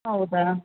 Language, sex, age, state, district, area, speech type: Kannada, female, 30-45, Karnataka, Bellary, rural, conversation